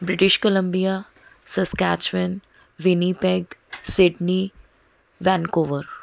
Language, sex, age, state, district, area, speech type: Punjabi, female, 30-45, Punjab, Mohali, urban, spontaneous